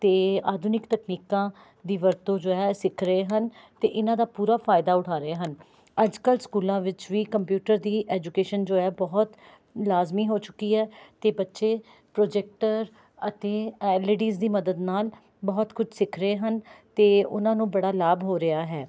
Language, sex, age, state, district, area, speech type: Punjabi, female, 30-45, Punjab, Rupnagar, urban, spontaneous